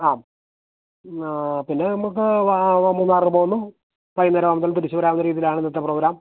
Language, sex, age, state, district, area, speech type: Malayalam, male, 30-45, Kerala, Idukki, rural, conversation